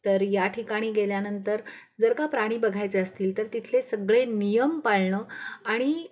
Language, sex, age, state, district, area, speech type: Marathi, female, 45-60, Maharashtra, Kolhapur, urban, spontaneous